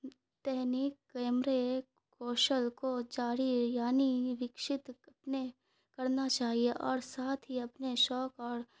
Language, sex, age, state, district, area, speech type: Urdu, female, 18-30, Bihar, Khagaria, rural, spontaneous